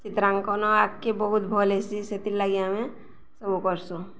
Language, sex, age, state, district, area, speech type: Odia, female, 45-60, Odisha, Balangir, urban, spontaneous